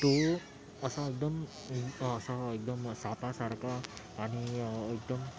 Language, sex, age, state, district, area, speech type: Marathi, male, 30-45, Maharashtra, Thane, urban, spontaneous